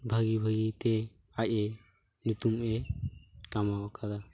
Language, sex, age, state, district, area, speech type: Santali, male, 18-30, West Bengal, Purulia, rural, spontaneous